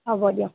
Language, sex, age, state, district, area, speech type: Assamese, female, 30-45, Assam, Dhemaji, rural, conversation